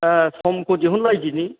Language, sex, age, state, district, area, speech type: Bodo, male, 45-60, Assam, Chirang, urban, conversation